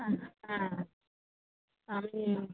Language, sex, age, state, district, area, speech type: Bengali, female, 18-30, West Bengal, Hooghly, urban, conversation